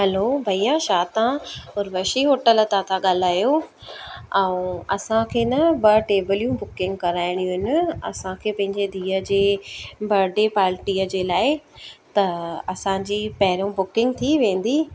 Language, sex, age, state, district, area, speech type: Sindhi, female, 30-45, Madhya Pradesh, Katni, urban, spontaneous